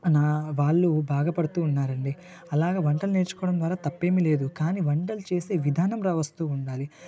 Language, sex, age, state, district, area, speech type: Telugu, male, 18-30, Telangana, Nalgonda, rural, spontaneous